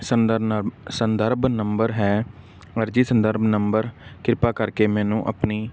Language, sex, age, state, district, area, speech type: Punjabi, male, 18-30, Punjab, Fazilka, urban, spontaneous